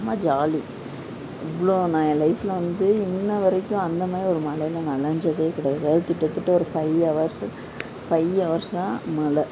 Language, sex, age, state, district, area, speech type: Tamil, female, 18-30, Tamil Nadu, Madurai, rural, spontaneous